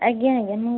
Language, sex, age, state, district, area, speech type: Odia, female, 30-45, Odisha, Cuttack, urban, conversation